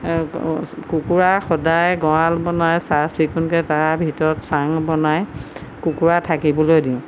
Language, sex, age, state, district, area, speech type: Assamese, female, 60+, Assam, Golaghat, urban, spontaneous